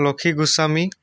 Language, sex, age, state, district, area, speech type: Assamese, male, 30-45, Assam, Tinsukia, rural, spontaneous